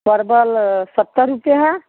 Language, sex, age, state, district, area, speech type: Hindi, female, 30-45, Bihar, Samastipur, rural, conversation